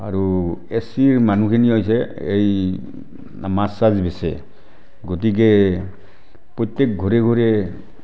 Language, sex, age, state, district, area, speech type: Assamese, male, 60+, Assam, Barpeta, rural, spontaneous